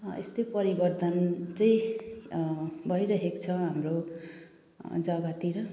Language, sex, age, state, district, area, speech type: Nepali, female, 30-45, West Bengal, Darjeeling, rural, spontaneous